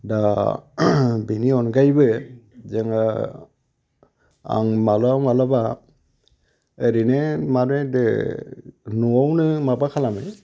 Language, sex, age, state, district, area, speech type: Bodo, male, 60+, Assam, Udalguri, urban, spontaneous